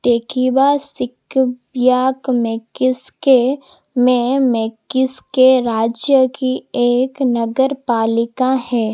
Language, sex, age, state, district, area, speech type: Hindi, female, 18-30, Madhya Pradesh, Seoni, urban, read